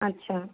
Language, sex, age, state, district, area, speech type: Bengali, female, 18-30, West Bengal, Kolkata, urban, conversation